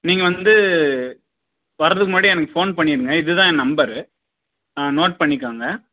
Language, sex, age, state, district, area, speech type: Tamil, male, 18-30, Tamil Nadu, Dharmapuri, rural, conversation